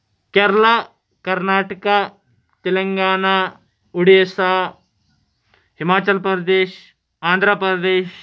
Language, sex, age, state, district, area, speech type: Kashmiri, male, 45-60, Jammu and Kashmir, Kulgam, rural, spontaneous